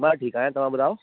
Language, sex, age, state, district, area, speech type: Sindhi, male, 18-30, Delhi, South Delhi, urban, conversation